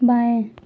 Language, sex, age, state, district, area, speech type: Hindi, female, 18-30, Uttar Pradesh, Mau, rural, read